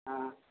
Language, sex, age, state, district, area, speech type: Tamil, male, 60+, Tamil Nadu, Viluppuram, rural, conversation